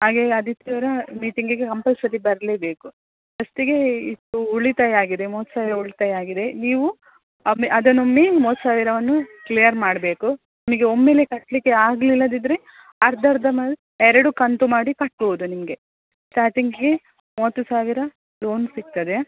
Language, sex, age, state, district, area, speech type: Kannada, female, 30-45, Karnataka, Dakshina Kannada, rural, conversation